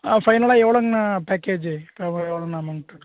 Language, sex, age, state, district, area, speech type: Tamil, male, 18-30, Tamil Nadu, Perambalur, rural, conversation